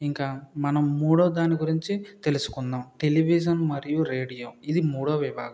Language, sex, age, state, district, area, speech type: Telugu, male, 30-45, Andhra Pradesh, Kakinada, rural, spontaneous